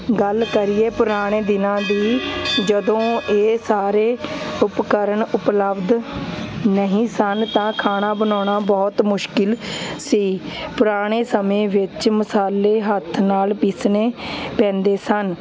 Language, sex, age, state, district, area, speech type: Punjabi, female, 30-45, Punjab, Hoshiarpur, urban, spontaneous